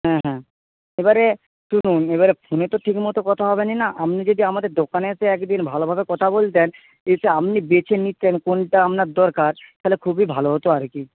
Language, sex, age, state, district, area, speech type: Bengali, male, 18-30, West Bengal, Jhargram, rural, conversation